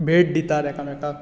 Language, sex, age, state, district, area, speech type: Goan Konkani, male, 18-30, Goa, Bardez, rural, spontaneous